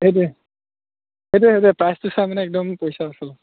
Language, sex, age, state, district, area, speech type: Assamese, male, 18-30, Assam, Charaideo, rural, conversation